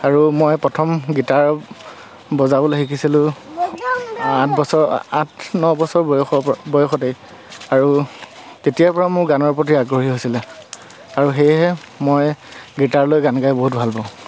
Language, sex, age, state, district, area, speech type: Assamese, male, 30-45, Assam, Dhemaji, rural, spontaneous